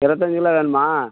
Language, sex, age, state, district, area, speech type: Tamil, male, 45-60, Tamil Nadu, Tiruvannamalai, rural, conversation